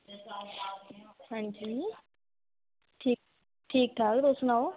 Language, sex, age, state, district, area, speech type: Dogri, female, 18-30, Jammu and Kashmir, Kathua, rural, conversation